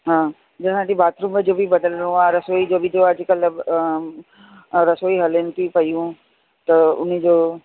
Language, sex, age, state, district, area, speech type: Sindhi, female, 45-60, Delhi, South Delhi, urban, conversation